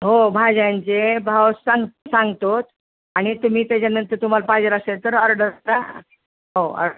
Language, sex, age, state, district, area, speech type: Marathi, female, 60+, Maharashtra, Osmanabad, rural, conversation